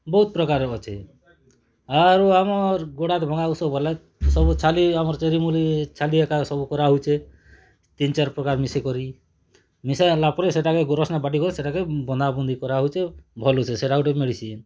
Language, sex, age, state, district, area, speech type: Odia, male, 45-60, Odisha, Kalahandi, rural, spontaneous